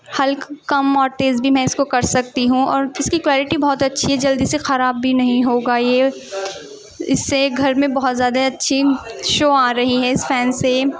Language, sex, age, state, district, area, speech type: Urdu, female, 18-30, Delhi, Central Delhi, urban, spontaneous